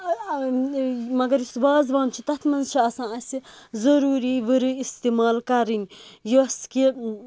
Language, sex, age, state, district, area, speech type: Kashmiri, female, 18-30, Jammu and Kashmir, Srinagar, rural, spontaneous